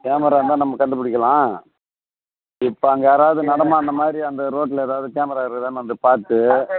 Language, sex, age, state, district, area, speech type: Tamil, male, 45-60, Tamil Nadu, Tiruvannamalai, rural, conversation